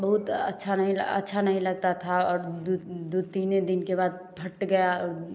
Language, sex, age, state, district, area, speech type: Hindi, female, 18-30, Bihar, Samastipur, rural, spontaneous